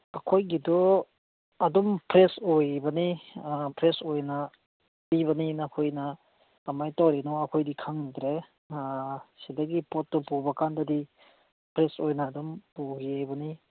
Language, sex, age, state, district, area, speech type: Manipuri, male, 45-60, Manipur, Churachandpur, rural, conversation